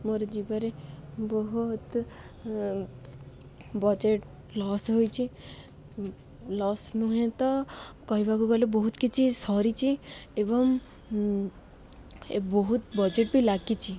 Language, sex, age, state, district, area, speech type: Odia, female, 18-30, Odisha, Ganjam, urban, spontaneous